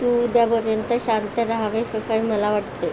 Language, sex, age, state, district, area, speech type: Marathi, female, 30-45, Maharashtra, Nagpur, urban, read